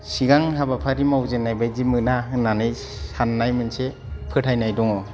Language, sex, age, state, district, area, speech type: Bodo, male, 30-45, Assam, Kokrajhar, rural, spontaneous